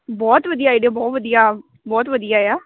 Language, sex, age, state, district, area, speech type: Punjabi, female, 18-30, Punjab, Amritsar, urban, conversation